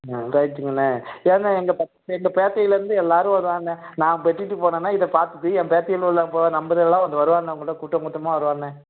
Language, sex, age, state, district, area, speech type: Tamil, male, 45-60, Tamil Nadu, Nagapattinam, rural, conversation